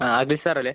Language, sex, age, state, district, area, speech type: Malayalam, male, 18-30, Kerala, Palakkad, rural, conversation